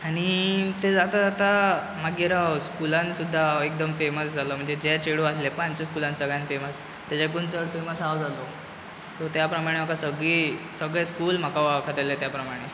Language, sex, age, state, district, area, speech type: Goan Konkani, male, 18-30, Goa, Bardez, urban, spontaneous